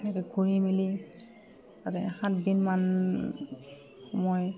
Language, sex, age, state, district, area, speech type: Assamese, female, 45-60, Assam, Udalguri, rural, spontaneous